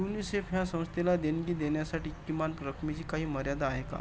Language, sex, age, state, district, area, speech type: Marathi, male, 45-60, Maharashtra, Akola, rural, read